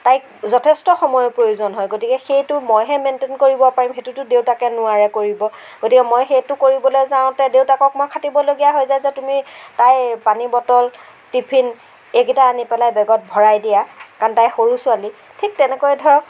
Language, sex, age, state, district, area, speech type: Assamese, female, 60+, Assam, Darrang, rural, spontaneous